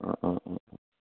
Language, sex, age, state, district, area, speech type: Assamese, male, 45-60, Assam, Kamrup Metropolitan, urban, conversation